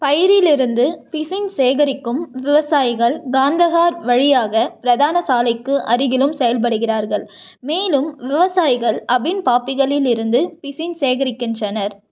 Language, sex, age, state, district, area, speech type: Tamil, female, 18-30, Tamil Nadu, Tiruvannamalai, urban, read